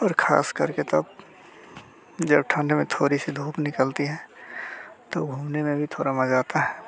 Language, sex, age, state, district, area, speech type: Hindi, male, 18-30, Bihar, Muzaffarpur, rural, spontaneous